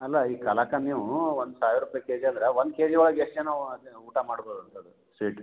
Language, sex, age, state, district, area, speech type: Kannada, male, 45-60, Karnataka, Gulbarga, urban, conversation